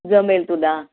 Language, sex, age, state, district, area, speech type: Marathi, female, 60+, Maharashtra, Nashik, urban, conversation